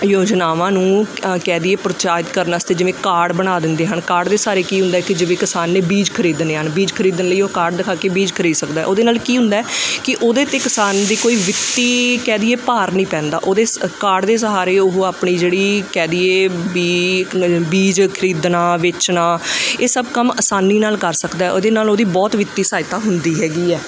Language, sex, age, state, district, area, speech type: Punjabi, female, 30-45, Punjab, Mansa, urban, spontaneous